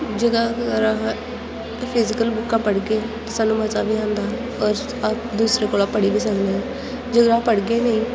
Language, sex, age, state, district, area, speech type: Dogri, female, 18-30, Jammu and Kashmir, Kathua, rural, spontaneous